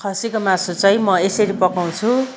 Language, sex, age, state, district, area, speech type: Nepali, female, 60+, West Bengal, Kalimpong, rural, spontaneous